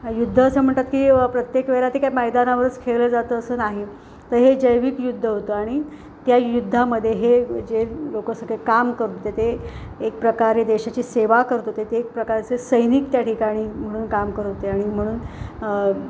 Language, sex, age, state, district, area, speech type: Marathi, female, 45-60, Maharashtra, Ratnagiri, rural, spontaneous